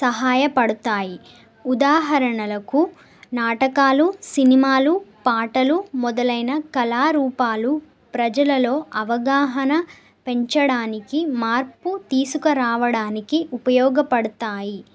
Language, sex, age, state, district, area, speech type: Telugu, female, 18-30, Telangana, Nagarkurnool, urban, spontaneous